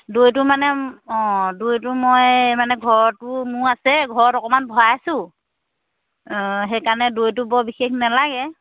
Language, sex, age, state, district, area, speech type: Assamese, female, 30-45, Assam, Dhemaji, rural, conversation